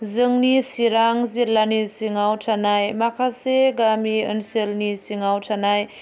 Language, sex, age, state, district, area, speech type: Bodo, female, 30-45, Assam, Chirang, rural, spontaneous